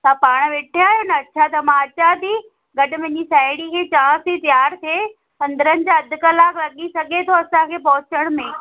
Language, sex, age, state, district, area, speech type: Sindhi, female, 45-60, Rajasthan, Ajmer, urban, conversation